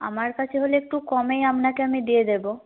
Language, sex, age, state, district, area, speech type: Bengali, female, 18-30, West Bengal, Nadia, rural, conversation